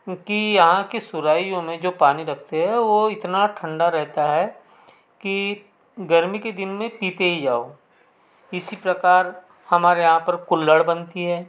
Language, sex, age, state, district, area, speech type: Hindi, male, 45-60, Madhya Pradesh, Betul, rural, spontaneous